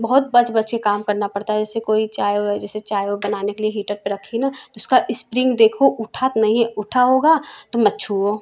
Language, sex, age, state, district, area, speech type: Hindi, female, 18-30, Uttar Pradesh, Prayagraj, urban, spontaneous